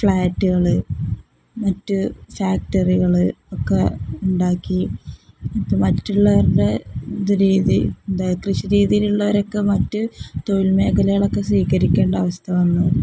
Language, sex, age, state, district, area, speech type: Malayalam, female, 18-30, Kerala, Palakkad, rural, spontaneous